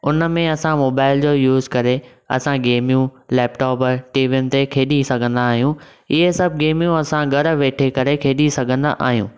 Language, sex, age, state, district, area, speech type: Sindhi, male, 18-30, Maharashtra, Thane, urban, spontaneous